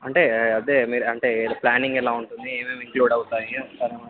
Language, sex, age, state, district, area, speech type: Telugu, male, 30-45, Andhra Pradesh, N T Rama Rao, urban, conversation